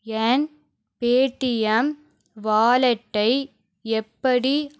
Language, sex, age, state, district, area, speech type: Tamil, female, 18-30, Tamil Nadu, Pudukkottai, rural, read